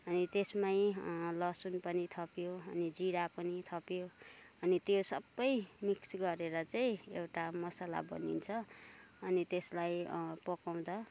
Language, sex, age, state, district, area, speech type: Nepali, female, 30-45, West Bengal, Kalimpong, rural, spontaneous